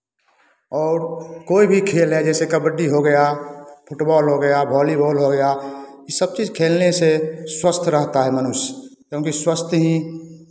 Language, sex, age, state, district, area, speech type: Hindi, male, 60+, Bihar, Begusarai, urban, spontaneous